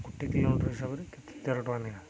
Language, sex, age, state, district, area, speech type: Odia, male, 18-30, Odisha, Jagatsinghpur, rural, spontaneous